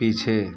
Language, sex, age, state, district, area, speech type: Hindi, male, 30-45, Uttar Pradesh, Mau, rural, read